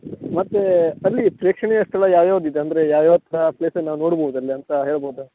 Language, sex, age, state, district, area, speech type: Kannada, male, 18-30, Karnataka, Uttara Kannada, rural, conversation